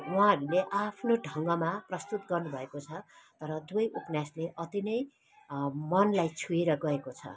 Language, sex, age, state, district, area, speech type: Nepali, female, 45-60, West Bengal, Kalimpong, rural, spontaneous